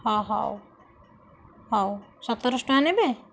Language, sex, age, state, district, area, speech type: Odia, female, 30-45, Odisha, Nayagarh, rural, spontaneous